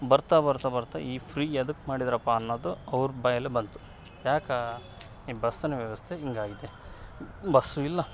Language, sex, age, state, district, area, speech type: Kannada, male, 30-45, Karnataka, Vijayanagara, rural, spontaneous